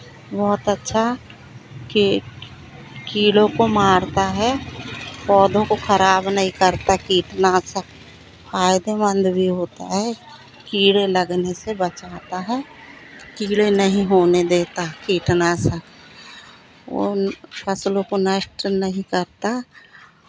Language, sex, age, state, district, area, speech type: Hindi, female, 45-60, Madhya Pradesh, Seoni, urban, spontaneous